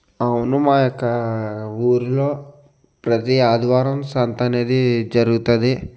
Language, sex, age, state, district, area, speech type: Telugu, male, 30-45, Andhra Pradesh, Konaseema, rural, spontaneous